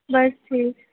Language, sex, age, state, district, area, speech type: Dogri, female, 18-30, Jammu and Kashmir, Jammu, urban, conversation